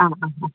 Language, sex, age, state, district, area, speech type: Malayalam, female, 60+, Kerala, Palakkad, rural, conversation